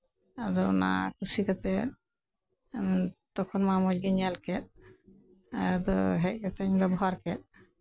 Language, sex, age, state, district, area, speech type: Santali, female, 60+, West Bengal, Bankura, rural, spontaneous